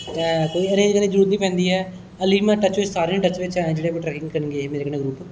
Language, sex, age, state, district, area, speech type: Dogri, male, 30-45, Jammu and Kashmir, Kathua, rural, spontaneous